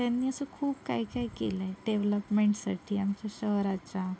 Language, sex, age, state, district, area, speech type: Marathi, female, 18-30, Maharashtra, Sindhudurg, rural, spontaneous